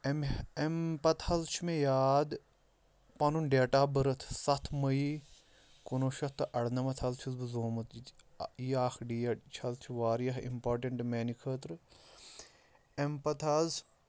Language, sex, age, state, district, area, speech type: Kashmiri, male, 30-45, Jammu and Kashmir, Shopian, rural, spontaneous